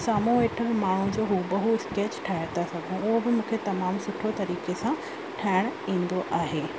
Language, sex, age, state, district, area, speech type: Sindhi, female, 30-45, Rajasthan, Ajmer, urban, spontaneous